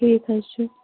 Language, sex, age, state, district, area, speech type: Kashmiri, female, 30-45, Jammu and Kashmir, Anantnag, rural, conversation